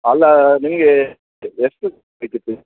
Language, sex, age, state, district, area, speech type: Kannada, male, 30-45, Karnataka, Udupi, rural, conversation